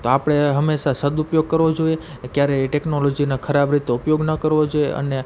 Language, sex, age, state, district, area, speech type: Gujarati, male, 30-45, Gujarat, Rajkot, urban, spontaneous